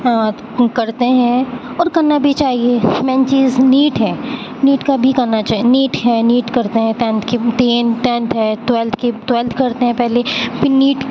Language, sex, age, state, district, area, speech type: Urdu, female, 18-30, Uttar Pradesh, Aligarh, urban, spontaneous